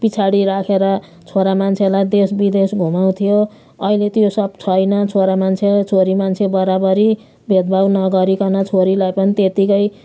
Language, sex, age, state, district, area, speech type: Nepali, female, 60+, West Bengal, Jalpaiguri, urban, spontaneous